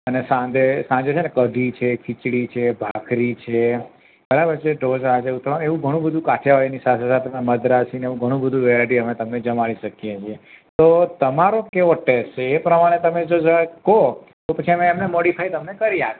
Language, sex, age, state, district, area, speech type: Gujarati, male, 30-45, Gujarat, Ahmedabad, urban, conversation